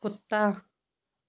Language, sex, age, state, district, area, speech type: Punjabi, female, 60+, Punjab, Shaheed Bhagat Singh Nagar, rural, read